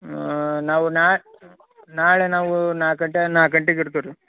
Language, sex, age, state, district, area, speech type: Kannada, male, 18-30, Karnataka, Koppal, rural, conversation